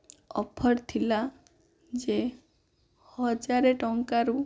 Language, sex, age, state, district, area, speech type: Odia, female, 18-30, Odisha, Kandhamal, rural, spontaneous